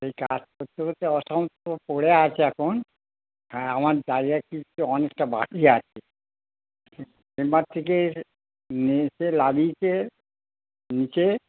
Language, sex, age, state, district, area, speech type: Bengali, male, 60+, West Bengal, Hooghly, rural, conversation